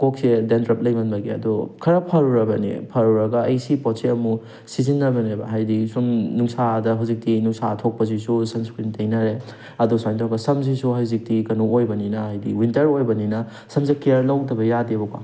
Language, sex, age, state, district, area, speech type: Manipuri, male, 18-30, Manipur, Thoubal, rural, spontaneous